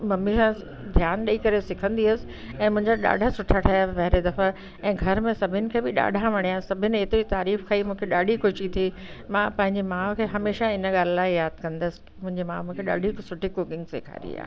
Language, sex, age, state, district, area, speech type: Sindhi, female, 60+, Delhi, South Delhi, urban, spontaneous